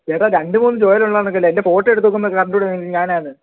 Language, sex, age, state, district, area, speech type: Malayalam, male, 18-30, Kerala, Kollam, rural, conversation